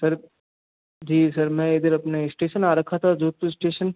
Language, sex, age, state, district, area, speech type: Hindi, male, 60+, Rajasthan, Jodhpur, urban, conversation